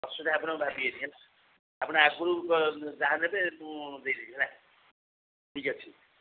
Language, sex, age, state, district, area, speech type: Odia, female, 60+, Odisha, Sundergarh, rural, conversation